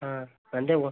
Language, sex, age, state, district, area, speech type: Kannada, male, 18-30, Karnataka, Davanagere, rural, conversation